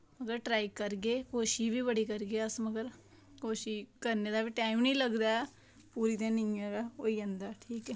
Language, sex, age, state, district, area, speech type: Dogri, female, 18-30, Jammu and Kashmir, Samba, rural, spontaneous